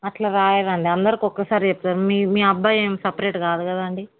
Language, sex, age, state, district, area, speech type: Telugu, female, 18-30, Telangana, Mahbubnagar, rural, conversation